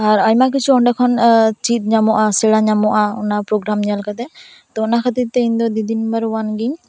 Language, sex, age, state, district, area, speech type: Santali, female, 18-30, West Bengal, Purba Bardhaman, rural, spontaneous